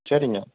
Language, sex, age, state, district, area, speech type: Tamil, male, 60+, Tamil Nadu, Tiruppur, rural, conversation